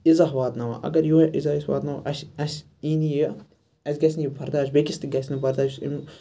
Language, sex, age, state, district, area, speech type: Kashmiri, male, 18-30, Jammu and Kashmir, Ganderbal, rural, spontaneous